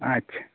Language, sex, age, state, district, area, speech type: Santali, male, 18-30, West Bengal, Bankura, rural, conversation